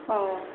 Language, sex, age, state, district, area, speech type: Odia, female, 30-45, Odisha, Sambalpur, rural, conversation